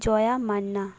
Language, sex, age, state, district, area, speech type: Bengali, female, 18-30, West Bengal, Jhargram, rural, spontaneous